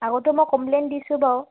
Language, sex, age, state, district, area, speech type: Assamese, female, 18-30, Assam, Majuli, urban, conversation